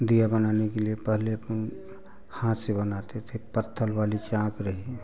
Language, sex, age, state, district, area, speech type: Hindi, male, 45-60, Uttar Pradesh, Prayagraj, urban, spontaneous